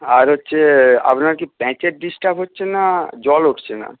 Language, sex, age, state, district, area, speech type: Bengali, male, 60+, West Bengal, Jhargram, rural, conversation